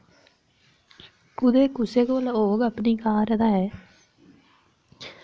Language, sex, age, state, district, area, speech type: Dogri, female, 30-45, Jammu and Kashmir, Reasi, rural, spontaneous